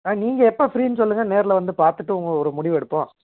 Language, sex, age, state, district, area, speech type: Tamil, male, 45-60, Tamil Nadu, Erode, urban, conversation